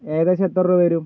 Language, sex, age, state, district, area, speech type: Malayalam, male, 30-45, Kerala, Kozhikode, urban, spontaneous